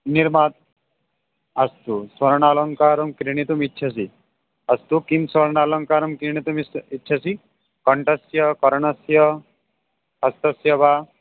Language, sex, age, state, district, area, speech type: Sanskrit, male, 18-30, West Bengal, Paschim Medinipur, urban, conversation